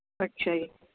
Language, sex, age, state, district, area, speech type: Punjabi, female, 60+, Punjab, Ludhiana, urban, conversation